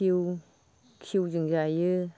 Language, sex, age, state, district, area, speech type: Bodo, female, 45-60, Assam, Baksa, rural, spontaneous